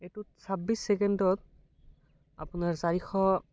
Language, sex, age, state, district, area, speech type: Assamese, male, 18-30, Assam, Barpeta, rural, spontaneous